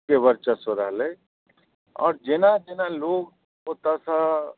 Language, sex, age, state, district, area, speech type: Maithili, male, 45-60, Bihar, Darbhanga, urban, conversation